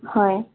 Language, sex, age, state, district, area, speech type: Assamese, female, 18-30, Assam, Majuli, urban, conversation